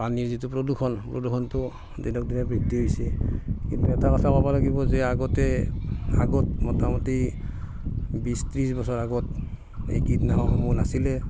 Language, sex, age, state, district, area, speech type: Assamese, male, 45-60, Assam, Barpeta, rural, spontaneous